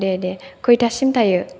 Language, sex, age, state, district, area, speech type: Bodo, female, 18-30, Assam, Chirang, urban, spontaneous